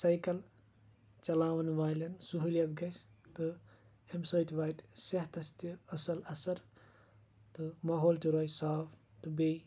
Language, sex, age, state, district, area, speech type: Kashmiri, male, 18-30, Jammu and Kashmir, Kupwara, rural, spontaneous